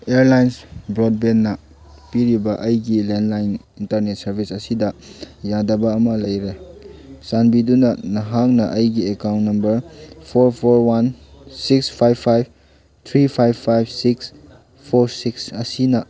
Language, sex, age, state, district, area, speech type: Manipuri, male, 18-30, Manipur, Churachandpur, rural, read